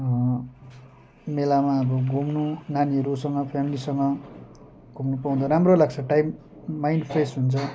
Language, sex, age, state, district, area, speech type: Nepali, male, 30-45, West Bengal, Jalpaiguri, urban, spontaneous